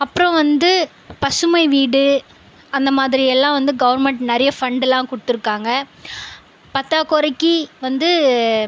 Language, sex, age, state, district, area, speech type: Tamil, female, 18-30, Tamil Nadu, Viluppuram, rural, spontaneous